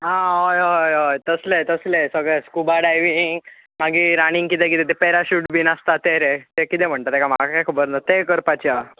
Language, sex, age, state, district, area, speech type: Goan Konkani, male, 18-30, Goa, Bardez, rural, conversation